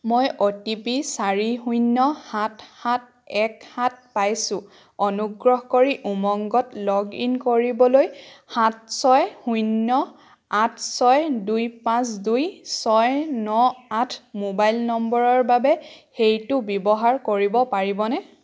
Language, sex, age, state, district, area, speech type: Assamese, female, 18-30, Assam, Charaideo, rural, read